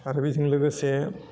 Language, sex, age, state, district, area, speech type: Bodo, male, 45-60, Assam, Udalguri, urban, spontaneous